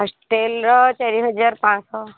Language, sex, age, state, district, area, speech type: Odia, female, 18-30, Odisha, Sundergarh, urban, conversation